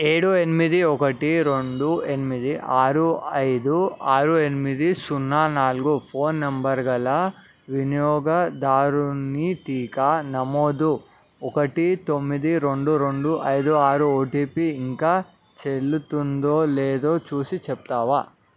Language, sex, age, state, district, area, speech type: Telugu, male, 18-30, Telangana, Ranga Reddy, urban, read